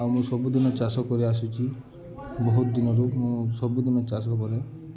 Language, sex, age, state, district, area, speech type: Odia, male, 18-30, Odisha, Balangir, urban, spontaneous